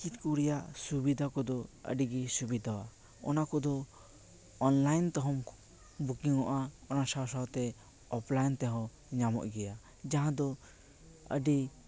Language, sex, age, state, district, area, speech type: Santali, male, 18-30, West Bengal, Paschim Bardhaman, rural, spontaneous